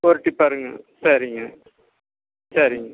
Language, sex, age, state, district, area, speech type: Tamil, male, 45-60, Tamil Nadu, Erode, rural, conversation